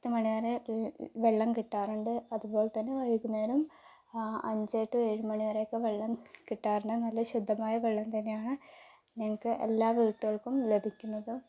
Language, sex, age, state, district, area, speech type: Malayalam, female, 18-30, Kerala, Palakkad, urban, spontaneous